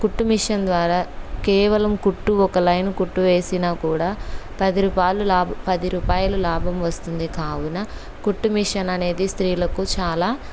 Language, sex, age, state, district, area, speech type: Telugu, female, 30-45, Andhra Pradesh, Kurnool, rural, spontaneous